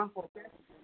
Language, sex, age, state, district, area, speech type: Goan Konkani, male, 18-30, Goa, Bardez, urban, conversation